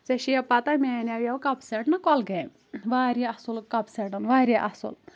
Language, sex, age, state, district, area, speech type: Kashmiri, female, 18-30, Jammu and Kashmir, Kulgam, rural, spontaneous